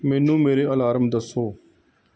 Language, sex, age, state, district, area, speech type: Punjabi, male, 30-45, Punjab, Mohali, rural, read